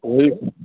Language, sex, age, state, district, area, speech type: Hindi, male, 60+, Bihar, Darbhanga, urban, conversation